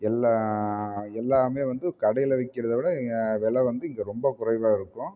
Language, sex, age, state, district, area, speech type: Tamil, male, 30-45, Tamil Nadu, Namakkal, rural, spontaneous